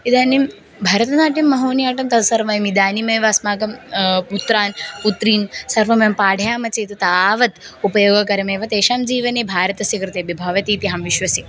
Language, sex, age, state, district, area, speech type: Sanskrit, female, 18-30, Kerala, Thiruvananthapuram, urban, spontaneous